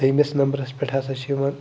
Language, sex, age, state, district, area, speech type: Kashmiri, male, 18-30, Jammu and Kashmir, Pulwama, rural, spontaneous